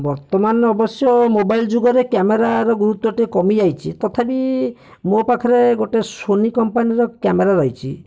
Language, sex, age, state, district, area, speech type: Odia, male, 30-45, Odisha, Bhadrak, rural, spontaneous